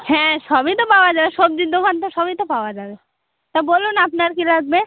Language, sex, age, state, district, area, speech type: Bengali, female, 18-30, West Bengal, Birbhum, urban, conversation